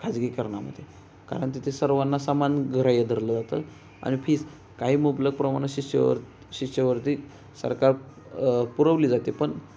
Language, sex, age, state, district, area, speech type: Marathi, male, 18-30, Maharashtra, Ratnagiri, rural, spontaneous